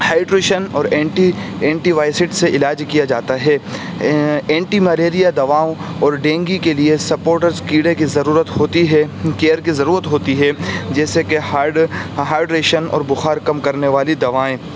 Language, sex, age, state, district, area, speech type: Urdu, male, 18-30, Uttar Pradesh, Saharanpur, urban, spontaneous